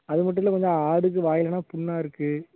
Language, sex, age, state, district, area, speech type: Tamil, male, 18-30, Tamil Nadu, Thoothukudi, rural, conversation